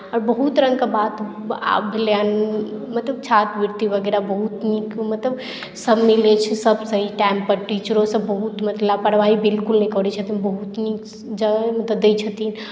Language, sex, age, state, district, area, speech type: Maithili, female, 18-30, Bihar, Madhubani, rural, spontaneous